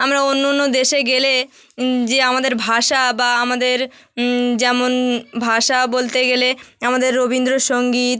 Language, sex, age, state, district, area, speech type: Bengali, female, 18-30, West Bengal, South 24 Parganas, rural, spontaneous